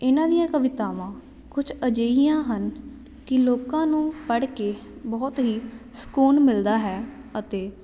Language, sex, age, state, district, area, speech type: Punjabi, female, 18-30, Punjab, Jalandhar, urban, spontaneous